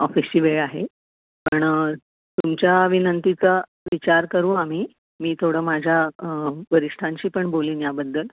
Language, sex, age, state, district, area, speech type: Marathi, female, 60+, Maharashtra, Thane, urban, conversation